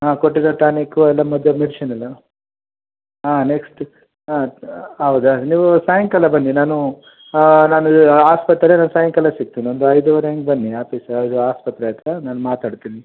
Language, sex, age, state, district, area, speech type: Kannada, male, 30-45, Karnataka, Kolar, urban, conversation